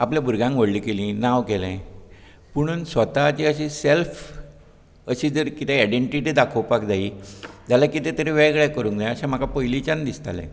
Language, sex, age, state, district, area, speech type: Goan Konkani, male, 60+, Goa, Bardez, rural, spontaneous